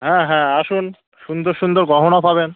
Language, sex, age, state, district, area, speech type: Bengali, male, 30-45, West Bengal, Birbhum, urban, conversation